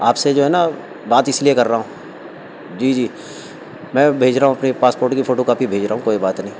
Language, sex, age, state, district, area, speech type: Urdu, male, 45-60, Delhi, North East Delhi, urban, spontaneous